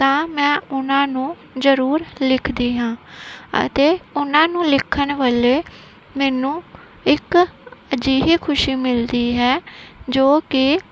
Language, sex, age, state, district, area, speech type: Punjabi, female, 30-45, Punjab, Gurdaspur, rural, spontaneous